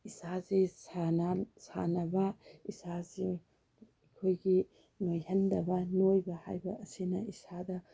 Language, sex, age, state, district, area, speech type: Manipuri, female, 30-45, Manipur, Tengnoupal, rural, spontaneous